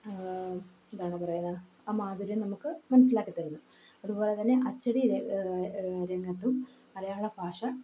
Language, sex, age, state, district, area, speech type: Malayalam, female, 30-45, Kerala, Palakkad, rural, spontaneous